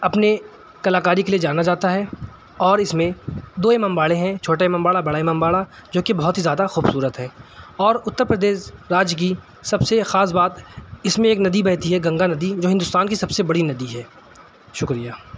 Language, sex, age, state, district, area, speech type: Urdu, male, 18-30, Uttar Pradesh, Shahjahanpur, urban, spontaneous